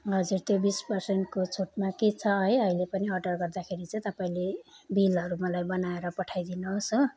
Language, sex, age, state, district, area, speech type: Nepali, female, 30-45, West Bengal, Darjeeling, rural, spontaneous